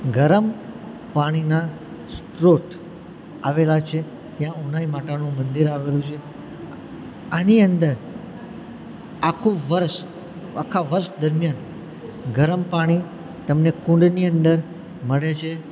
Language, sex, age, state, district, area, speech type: Gujarati, male, 30-45, Gujarat, Valsad, rural, spontaneous